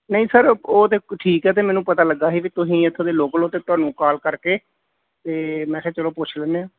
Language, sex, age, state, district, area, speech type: Punjabi, male, 45-60, Punjab, Gurdaspur, rural, conversation